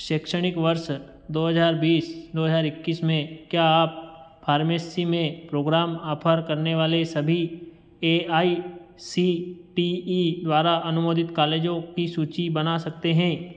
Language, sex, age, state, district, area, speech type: Hindi, male, 30-45, Madhya Pradesh, Ujjain, rural, read